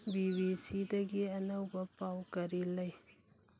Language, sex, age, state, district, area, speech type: Manipuri, female, 30-45, Manipur, Churachandpur, rural, read